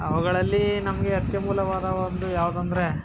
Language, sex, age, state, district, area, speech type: Kannada, male, 18-30, Karnataka, Mysore, rural, spontaneous